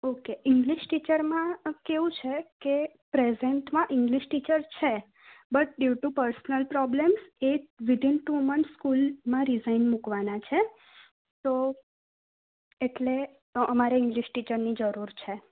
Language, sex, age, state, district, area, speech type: Gujarati, female, 18-30, Gujarat, Kheda, rural, conversation